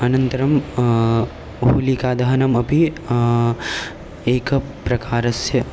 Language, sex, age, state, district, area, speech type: Sanskrit, male, 18-30, Maharashtra, Chandrapur, rural, spontaneous